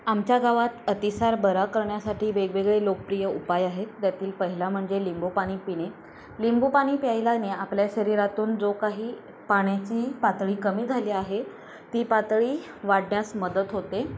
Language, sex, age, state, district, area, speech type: Marathi, female, 18-30, Maharashtra, Ratnagiri, rural, spontaneous